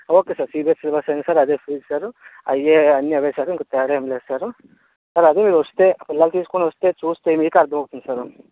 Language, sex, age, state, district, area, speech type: Telugu, male, 60+, Andhra Pradesh, Vizianagaram, rural, conversation